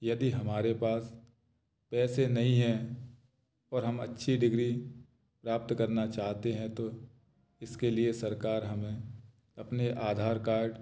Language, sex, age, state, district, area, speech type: Hindi, male, 30-45, Madhya Pradesh, Gwalior, urban, spontaneous